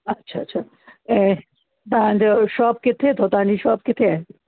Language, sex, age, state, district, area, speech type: Sindhi, female, 30-45, Uttar Pradesh, Lucknow, urban, conversation